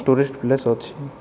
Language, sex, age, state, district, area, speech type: Odia, male, 45-60, Odisha, Kandhamal, rural, spontaneous